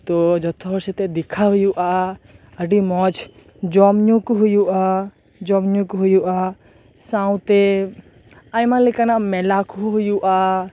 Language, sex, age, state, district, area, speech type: Santali, male, 18-30, West Bengal, Purba Bardhaman, rural, spontaneous